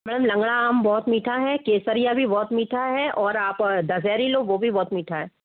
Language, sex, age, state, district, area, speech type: Hindi, female, 60+, Rajasthan, Jaipur, urban, conversation